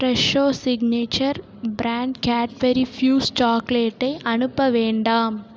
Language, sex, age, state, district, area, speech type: Tamil, female, 18-30, Tamil Nadu, Perambalur, rural, read